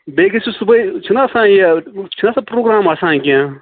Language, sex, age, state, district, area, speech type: Kashmiri, male, 30-45, Jammu and Kashmir, Ganderbal, rural, conversation